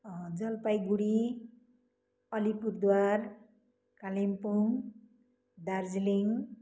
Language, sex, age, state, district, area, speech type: Nepali, female, 60+, West Bengal, Kalimpong, rural, spontaneous